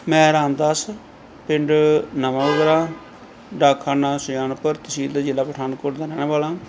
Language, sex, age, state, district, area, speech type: Punjabi, male, 45-60, Punjab, Pathankot, rural, spontaneous